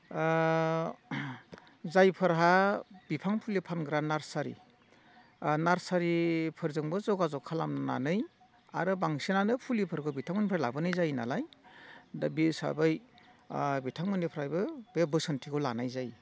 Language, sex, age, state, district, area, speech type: Bodo, male, 45-60, Assam, Udalguri, rural, spontaneous